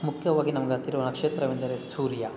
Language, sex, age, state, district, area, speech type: Kannada, male, 18-30, Karnataka, Kolar, rural, spontaneous